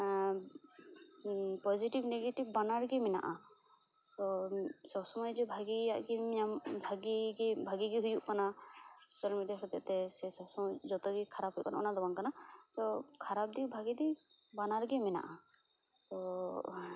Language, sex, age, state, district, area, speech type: Santali, female, 18-30, West Bengal, Purba Bardhaman, rural, spontaneous